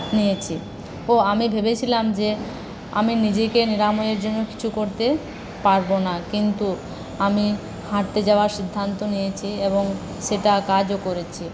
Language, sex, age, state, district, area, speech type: Bengali, female, 60+, West Bengal, Paschim Bardhaman, urban, spontaneous